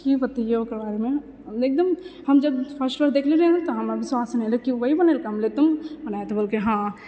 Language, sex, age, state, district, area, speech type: Maithili, female, 18-30, Bihar, Purnia, rural, spontaneous